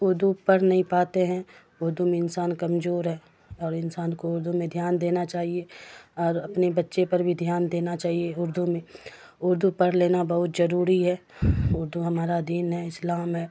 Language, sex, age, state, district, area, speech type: Urdu, female, 45-60, Bihar, Khagaria, rural, spontaneous